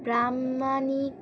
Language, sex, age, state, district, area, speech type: Bengali, female, 18-30, West Bengal, Alipurduar, rural, spontaneous